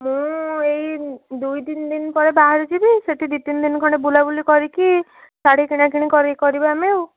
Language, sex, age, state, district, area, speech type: Odia, female, 45-60, Odisha, Puri, urban, conversation